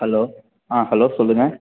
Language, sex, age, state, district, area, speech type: Tamil, male, 18-30, Tamil Nadu, Thanjavur, rural, conversation